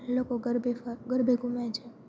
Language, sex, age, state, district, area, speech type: Gujarati, female, 18-30, Gujarat, Junagadh, rural, spontaneous